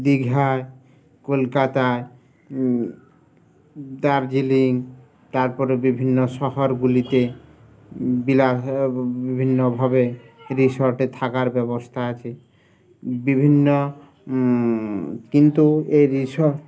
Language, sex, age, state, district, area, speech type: Bengali, male, 30-45, West Bengal, Uttar Dinajpur, urban, spontaneous